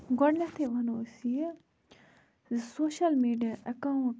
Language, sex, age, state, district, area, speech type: Kashmiri, female, 18-30, Jammu and Kashmir, Budgam, rural, spontaneous